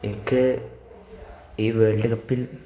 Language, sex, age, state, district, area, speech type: Malayalam, male, 30-45, Kerala, Malappuram, rural, spontaneous